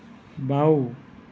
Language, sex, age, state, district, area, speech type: Assamese, male, 45-60, Assam, Nalbari, rural, read